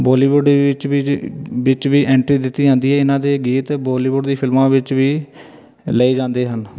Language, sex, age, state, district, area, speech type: Punjabi, male, 30-45, Punjab, Shaheed Bhagat Singh Nagar, rural, spontaneous